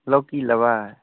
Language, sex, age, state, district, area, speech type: Maithili, male, 30-45, Bihar, Saharsa, rural, conversation